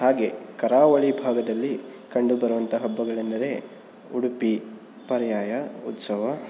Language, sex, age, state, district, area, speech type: Kannada, male, 18-30, Karnataka, Davanagere, urban, spontaneous